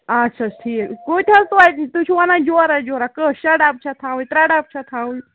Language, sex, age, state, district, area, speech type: Kashmiri, female, 45-60, Jammu and Kashmir, Ganderbal, rural, conversation